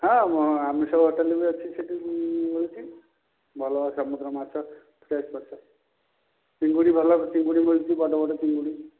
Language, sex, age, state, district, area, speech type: Odia, male, 60+, Odisha, Dhenkanal, rural, conversation